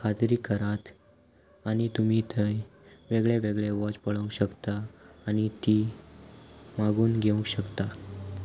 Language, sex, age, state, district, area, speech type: Goan Konkani, male, 18-30, Goa, Salcete, rural, spontaneous